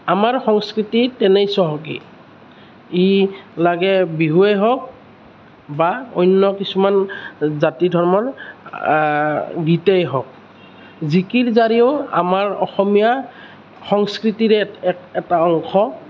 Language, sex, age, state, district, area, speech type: Assamese, male, 30-45, Assam, Kamrup Metropolitan, urban, spontaneous